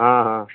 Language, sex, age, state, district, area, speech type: Maithili, male, 18-30, Bihar, Samastipur, rural, conversation